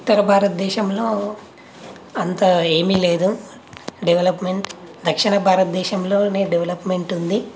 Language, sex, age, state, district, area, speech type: Telugu, male, 18-30, Telangana, Nalgonda, urban, spontaneous